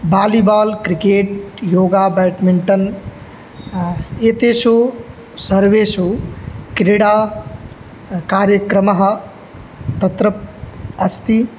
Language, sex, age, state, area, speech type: Sanskrit, male, 18-30, Uttar Pradesh, rural, spontaneous